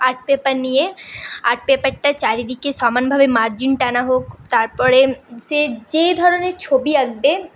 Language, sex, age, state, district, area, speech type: Bengali, female, 18-30, West Bengal, Paschim Bardhaman, urban, spontaneous